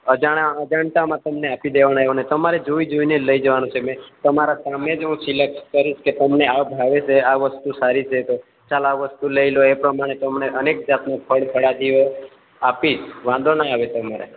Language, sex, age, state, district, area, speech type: Gujarati, male, 30-45, Gujarat, Narmada, rural, conversation